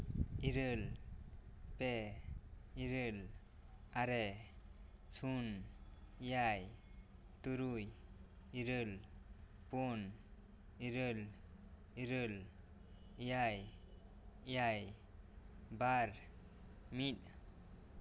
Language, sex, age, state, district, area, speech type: Santali, male, 18-30, West Bengal, Bankura, rural, read